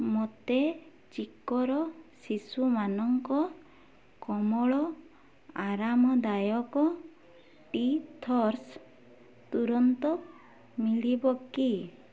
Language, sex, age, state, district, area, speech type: Odia, female, 18-30, Odisha, Mayurbhanj, rural, read